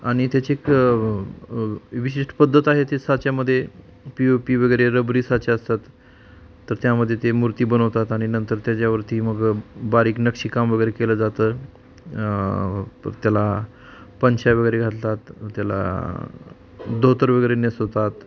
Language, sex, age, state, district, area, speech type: Marathi, male, 45-60, Maharashtra, Osmanabad, rural, spontaneous